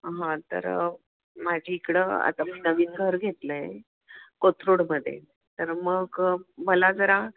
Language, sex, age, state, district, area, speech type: Marathi, female, 60+, Maharashtra, Pune, urban, conversation